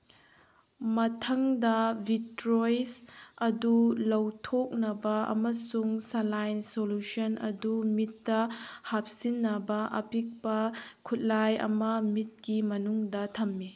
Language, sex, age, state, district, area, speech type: Manipuri, female, 30-45, Manipur, Tengnoupal, urban, read